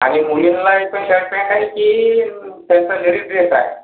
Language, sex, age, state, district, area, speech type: Marathi, male, 60+, Maharashtra, Yavatmal, urban, conversation